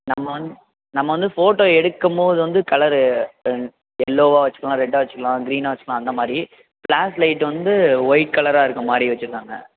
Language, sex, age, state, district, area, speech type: Tamil, male, 18-30, Tamil Nadu, Perambalur, rural, conversation